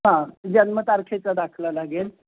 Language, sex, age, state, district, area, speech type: Marathi, female, 60+, Maharashtra, Kolhapur, urban, conversation